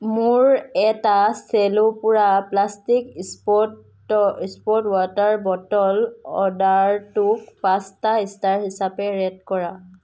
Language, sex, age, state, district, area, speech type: Assamese, female, 18-30, Assam, Dibrugarh, rural, read